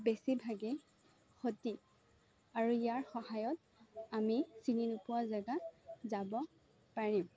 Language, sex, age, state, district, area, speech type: Assamese, female, 18-30, Assam, Sonitpur, rural, spontaneous